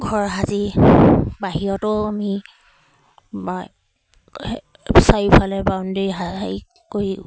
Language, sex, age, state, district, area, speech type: Assamese, female, 45-60, Assam, Charaideo, rural, spontaneous